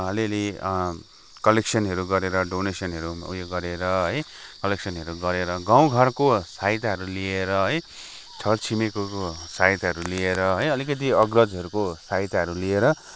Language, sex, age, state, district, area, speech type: Nepali, male, 45-60, West Bengal, Kalimpong, rural, spontaneous